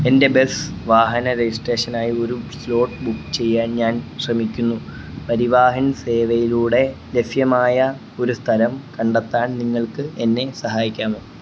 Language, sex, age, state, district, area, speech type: Malayalam, male, 30-45, Kerala, Wayanad, rural, read